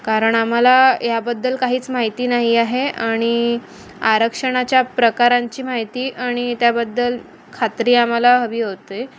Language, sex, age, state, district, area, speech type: Marathi, female, 18-30, Maharashtra, Ratnagiri, urban, spontaneous